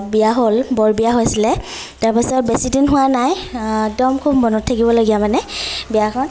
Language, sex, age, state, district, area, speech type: Assamese, female, 18-30, Assam, Lakhimpur, rural, spontaneous